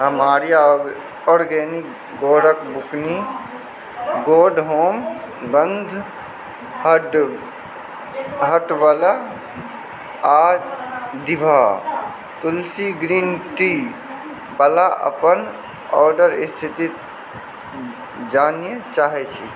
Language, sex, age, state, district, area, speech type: Maithili, male, 30-45, Bihar, Saharsa, rural, read